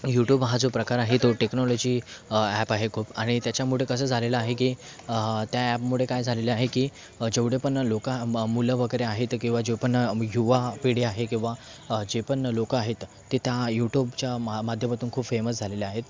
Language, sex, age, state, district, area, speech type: Marathi, male, 18-30, Maharashtra, Thane, urban, spontaneous